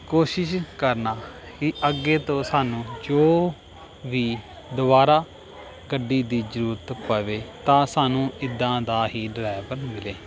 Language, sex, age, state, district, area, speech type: Punjabi, male, 30-45, Punjab, Pathankot, rural, spontaneous